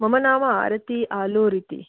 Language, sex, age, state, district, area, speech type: Sanskrit, female, 45-60, Karnataka, Belgaum, urban, conversation